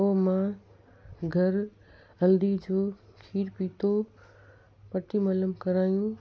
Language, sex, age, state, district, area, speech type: Sindhi, female, 60+, Gujarat, Kutch, urban, spontaneous